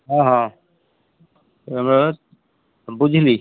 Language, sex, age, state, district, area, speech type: Odia, male, 45-60, Odisha, Malkangiri, urban, conversation